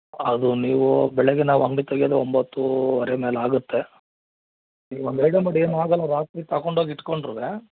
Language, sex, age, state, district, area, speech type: Kannada, male, 30-45, Karnataka, Mandya, rural, conversation